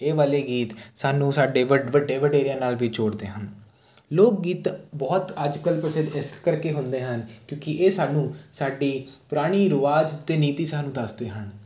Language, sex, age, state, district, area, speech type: Punjabi, male, 18-30, Punjab, Jalandhar, urban, spontaneous